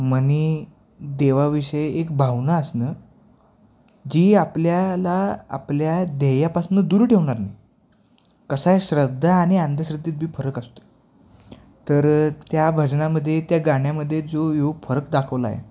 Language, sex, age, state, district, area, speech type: Marathi, male, 18-30, Maharashtra, Sangli, urban, spontaneous